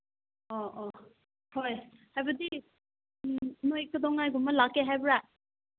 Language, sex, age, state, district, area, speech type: Manipuri, female, 18-30, Manipur, Kangpokpi, urban, conversation